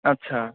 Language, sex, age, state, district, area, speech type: Bengali, male, 18-30, West Bengal, Murshidabad, urban, conversation